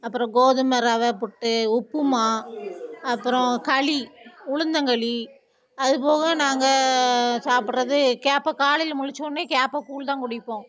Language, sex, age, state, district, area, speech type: Tamil, female, 45-60, Tamil Nadu, Thoothukudi, rural, spontaneous